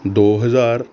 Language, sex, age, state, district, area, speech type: Punjabi, male, 30-45, Punjab, Rupnagar, rural, spontaneous